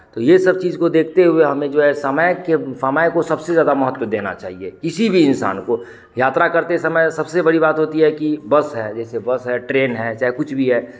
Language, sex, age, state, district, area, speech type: Hindi, male, 30-45, Bihar, Madhepura, rural, spontaneous